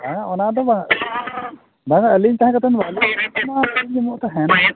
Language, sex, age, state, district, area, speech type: Santali, male, 60+, Odisha, Mayurbhanj, rural, conversation